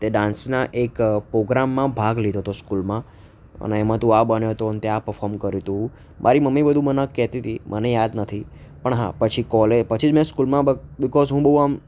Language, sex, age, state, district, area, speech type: Gujarati, male, 18-30, Gujarat, Ahmedabad, urban, spontaneous